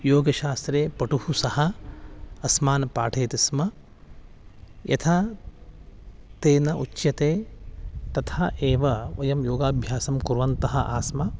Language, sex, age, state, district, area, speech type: Sanskrit, male, 30-45, Karnataka, Uttara Kannada, urban, spontaneous